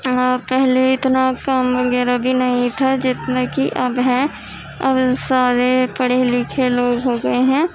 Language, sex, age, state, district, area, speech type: Urdu, female, 18-30, Uttar Pradesh, Gautam Buddha Nagar, urban, spontaneous